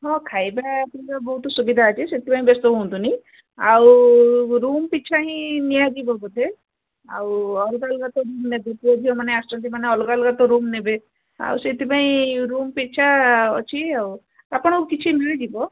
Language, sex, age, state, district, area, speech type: Odia, female, 60+, Odisha, Gajapati, rural, conversation